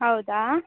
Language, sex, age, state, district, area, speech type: Kannada, female, 18-30, Karnataka, Udupi, rural, conversation